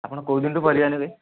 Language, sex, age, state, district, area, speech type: Odia, male, 18-30, Odisha, Kendujhar, urban, conversation